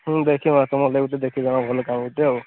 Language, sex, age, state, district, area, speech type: Odia, male, 30-45, Odisha, Sambalpur, rural, conversation